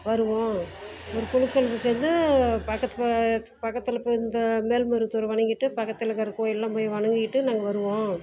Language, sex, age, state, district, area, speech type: Tamil, female, 30-45, Tamil Nadu, Salem, rural, spontaneous